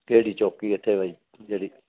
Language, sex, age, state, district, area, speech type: Punjabi, male, 60+, Punjab, Fazilka, rural, conversation